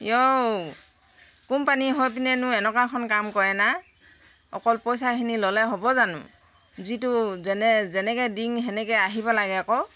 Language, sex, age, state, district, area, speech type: Assamese, female, 60+, Assam, Tinsukia, rural, spontaneous